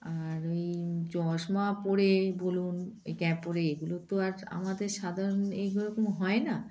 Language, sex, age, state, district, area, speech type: Bengali, female, 45-60, West Bengal, Darjeeling, rural, spontaneous